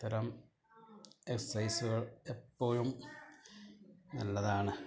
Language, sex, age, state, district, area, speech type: Malayalam, male, 45-60, Kerala, Malappuram, rural, spontaneous